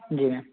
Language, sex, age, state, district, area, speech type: Hindi, male, 60+, Madhya Pradesh, Bhopal, urban, conversation